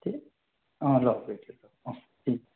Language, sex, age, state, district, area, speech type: Assamese, male, 30-45, Assam, Sonitpur, rural, conversation